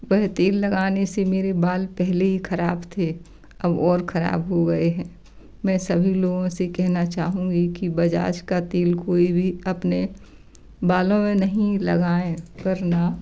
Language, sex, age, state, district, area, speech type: Hindi, female, 60+, Madhya Pradesh, Gwalior, rural, spontaneous